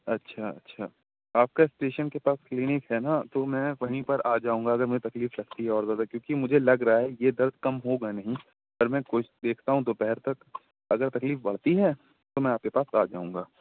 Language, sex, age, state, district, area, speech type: Urdu, male, 18-30, Uttar Pradesh, Shahjahanpur, rural, conversation